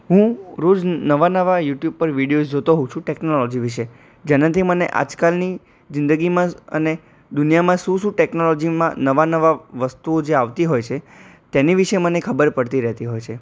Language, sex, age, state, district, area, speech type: Gujarati, male, 18-30, Gujarat, Anand, urban, spontaneous